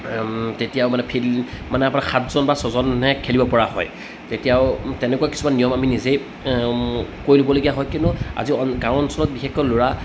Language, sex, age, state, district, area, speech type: Assamese, male, 30-45, Assam, Jorhat, urban, spontaneous